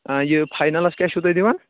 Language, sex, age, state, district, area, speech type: Kashmiri, male, 18-30, Jammu and Kashmir, Kulgam, rural, conversation